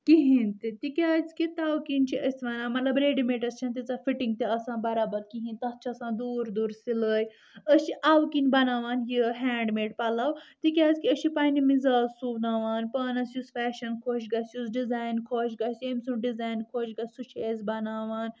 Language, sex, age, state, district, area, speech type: Kashmiri, male, 18-30, Jammu and Kashmir, Budgam, rural, spontaneous